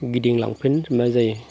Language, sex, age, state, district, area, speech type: Bodo, male, 45-60, Assam, Chirang, rural, spontaneous